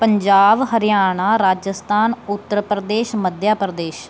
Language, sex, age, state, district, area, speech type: Punjabi, female, 30-45, Punjab, Bathinda, rural, spontaneous